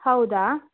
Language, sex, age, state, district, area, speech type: Kannada, female, 18-30, Karnataka, Udupi, rural, conversation